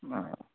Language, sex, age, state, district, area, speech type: Bengali, male, 18-30, West Bengal, Murshidabad, urban, conversation